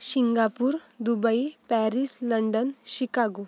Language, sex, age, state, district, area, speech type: Marathi, female, 18-30, Maharashtra, Amravati, urban, spontaneous